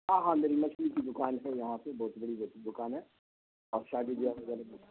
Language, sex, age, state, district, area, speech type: Urdu, male, 60+, Bihar, Khagaria, rural, conversation